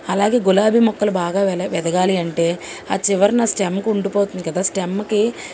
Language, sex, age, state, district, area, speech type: Telugu, female, 45-60, Telangana, Mancherial, urban, spontaneous